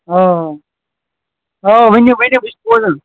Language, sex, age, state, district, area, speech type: Kashmiri, male, 45-60, Jammu and Kashmir, Srinagar, urban, conversation